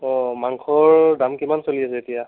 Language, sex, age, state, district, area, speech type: Assamese, male, 45-60, Assam, Nagaon, rural, conversation